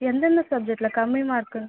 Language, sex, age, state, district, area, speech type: Tamil, female, 18-30, Tamil Nadu, Cuddalore, rural, conversation